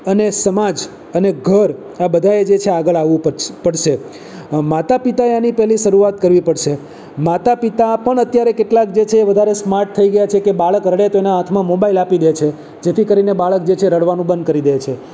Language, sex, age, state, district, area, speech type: Gujarati, male, 30-45, Gujarat, Surat, urban, spontaneous